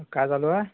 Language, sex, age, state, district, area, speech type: Marathi, male, 18-30, Maharashtra, Amravati, urban, conversation